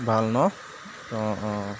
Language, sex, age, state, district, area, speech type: Assamese, male, 18-30, Assam, Jorhat, urban, spontaneous